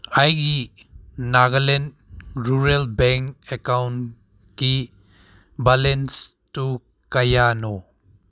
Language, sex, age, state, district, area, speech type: Manipuri, male, 30-45, Manipur, Senapati, rural, read